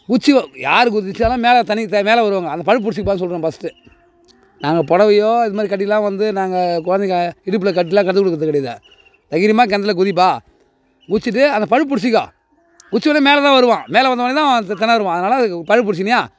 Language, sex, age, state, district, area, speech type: Tamil, male, 30-45, Tamil Nadu, Tiruvannamalai, rural, spontaneous